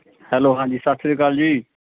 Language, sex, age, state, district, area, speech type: Punjabi, male, 45-60, Punjab, Mohali, urban, conversation